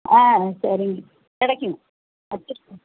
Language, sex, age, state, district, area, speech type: Tamil, female, 60+, Tamil Nadu, Madurai, rural, conversation